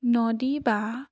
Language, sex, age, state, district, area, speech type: Assamese, female, 18-30, Assam, Charaideo, urban, spontaneous